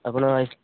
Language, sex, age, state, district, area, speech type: Odia, male, 18-30, Odisha, Malkangiri, urban, conversation